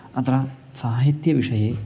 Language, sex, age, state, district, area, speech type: Sanskrit, male, 18-30, Kerala, Kozhikode, rural, spontaneous